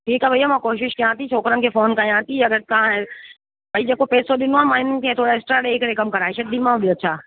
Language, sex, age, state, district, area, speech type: Sindhi, female, 45-60, Delhi, South Delhi, rural, conversation